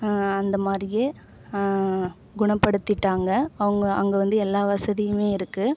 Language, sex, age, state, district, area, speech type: Tamil, female, 30-45, Tamil Nadu, Ariyalur, rural, spontaneous